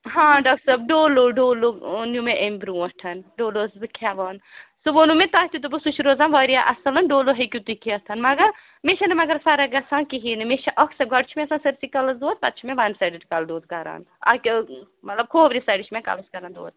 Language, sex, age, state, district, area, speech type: Kashmiri, female, 45-60, Jammu and Kashmir, Srinagar, urban, conversation